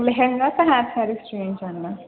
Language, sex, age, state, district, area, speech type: Telugu, female, 18-30, Telangana, Karimnagar, urban, conversation